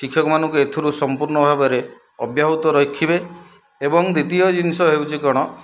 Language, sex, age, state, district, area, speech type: Odia, male, 45-60, Odisha, Kendrapara, urban, spontaneous